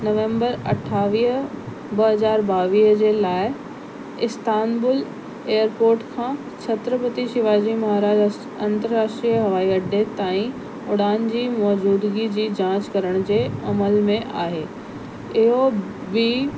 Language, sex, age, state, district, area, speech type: Sindhi, female, 30-45, Delhi, South Delhi, urban, read